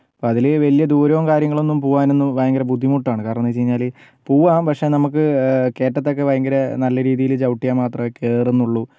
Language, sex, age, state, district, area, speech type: Malayalam, male, 45-60, Kerala, Wayanad, rural, spontaneous